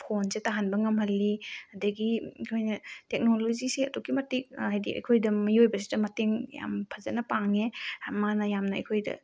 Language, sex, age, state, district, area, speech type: Manipuri, female, 18-30, Manipur, Bishnupur, rural, spontaneous